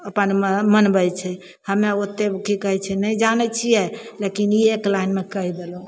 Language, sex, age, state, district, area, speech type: Maithili, female, 60+, Bihar, Begusarai, rural, spontaneous